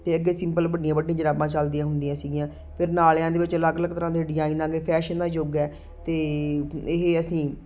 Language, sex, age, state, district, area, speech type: Punjabi, female, 45-60, Punjab, Muktsar, urban, spontaneous